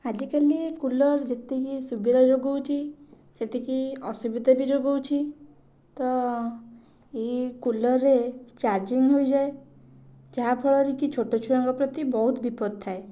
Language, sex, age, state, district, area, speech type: Odia, female, 18-30, Odisha, Kendrapara, urban, spontaneous